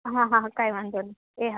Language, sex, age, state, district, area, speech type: Gujarati, female, 18-30, Gujarat, Rajkot, urban, conversation